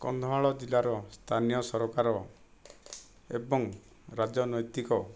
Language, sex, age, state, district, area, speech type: Odia, male, 60+, Odisha, Kandhamal, rural, spontaneous